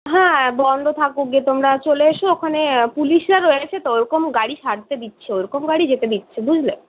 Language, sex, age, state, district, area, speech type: Bengali, female, 45-60, West Bengal, Purulia, urban, conversation